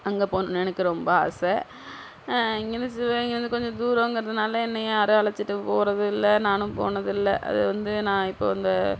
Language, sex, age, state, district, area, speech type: Tamil, female, 60+, Tamil Nadu, Sivaganga, rural, spontaneous